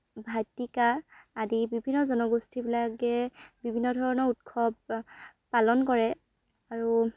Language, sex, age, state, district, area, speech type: Assamese, female, 18-30, Assam, Dhemaji, rural, spontaneous